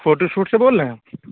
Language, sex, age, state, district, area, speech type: Urdu, male, 45-60, Uttar Pradesh, Lucknow, urban, conversation